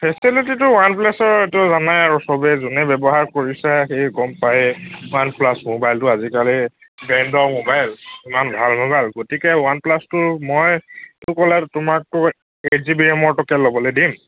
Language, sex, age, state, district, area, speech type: Assamese, male, 30-45, Assam, Nagaon, rural, conversation